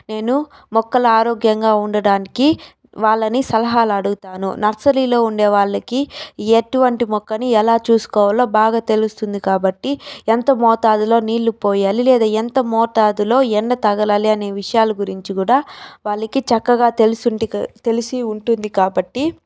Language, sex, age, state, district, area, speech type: Telugu, female, 30-45, Andhra Pradesh, Chittoor, urban, spontaneous